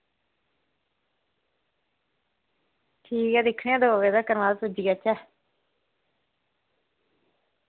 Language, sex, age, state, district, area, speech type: Dogri, female, 30-45, Jammu and Kashmir, Reasi, rural, conversation